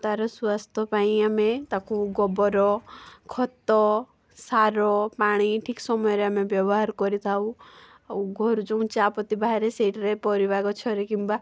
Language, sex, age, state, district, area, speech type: Odia, female, 18-30, Odisha, Mayurbhanj, rural, spontaneous